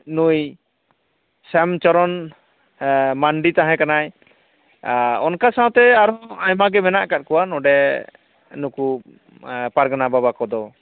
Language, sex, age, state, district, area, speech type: Santali, male, 30-45, West Bengal, Jhargram, rural, conversation